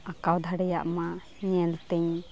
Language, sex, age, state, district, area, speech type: Santali, female, 18-30, West Bengal, Malda, rural, spontaneous